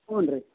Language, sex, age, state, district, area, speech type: Kannada, male, 60+, Karnataka, Vijayanagara, rural, conversation